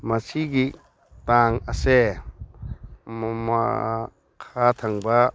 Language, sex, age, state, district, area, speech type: Manipuri, male, 45-60, Manipur, Churachandpur, urban, read